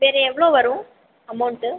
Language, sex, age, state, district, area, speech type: Tamil, female, 18-30, Tamil Nadu, Pudukkottai, rural, conversation